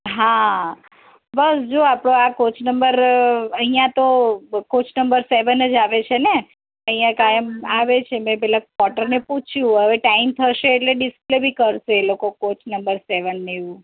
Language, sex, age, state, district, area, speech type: Gujarati, female, 45-60, Gujarat, Surat, urban, conversation